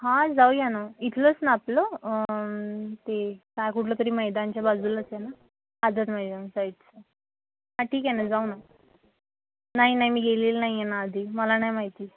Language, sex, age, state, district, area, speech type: Marathi, male, 45-60, Maharashtra, Yavatmal, rural, conversation